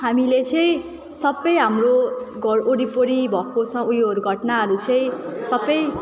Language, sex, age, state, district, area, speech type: Nepali, female, 18-30, West Bengal, Darjeeling, rural, spontaneous